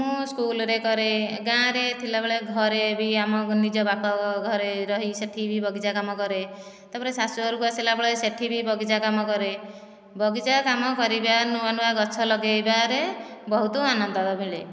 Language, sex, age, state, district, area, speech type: Odia, female, 30-45, Odisha, Nayagarh, rural, spontaneous